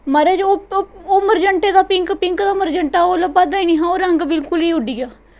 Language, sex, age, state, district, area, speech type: Dogri, female, 18-30, Jammu and Kashmir, Kathua, rural, spontaneous